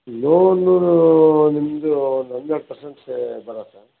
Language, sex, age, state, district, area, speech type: Kannada, male, 60+, Karnataka, Shimoga, rural, conversation